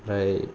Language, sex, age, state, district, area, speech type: Bodo, male, 30-45, Assam, Kokrajhar, urban, spontaneous